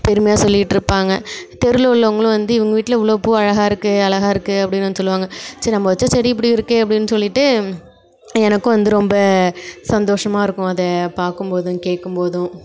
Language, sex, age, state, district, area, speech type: Tamil, female, 30-45, Tamil Nadu, Nagapattinam, rural, spontaneous